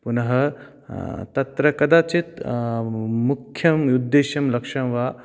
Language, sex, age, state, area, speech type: Sanskrit, male, 30-45, Rajasthan, rural, spontaneous